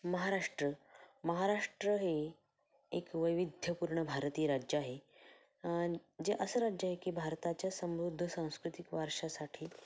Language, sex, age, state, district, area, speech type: Marathi, female, 30-45, Maharashtra, Ahmednagar, rural, spontaneous